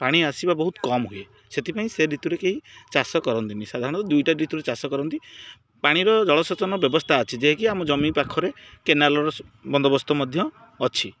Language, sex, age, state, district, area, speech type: Odia, male, 30-45, Odisha, Jagatsinghpur, urban, spontaneous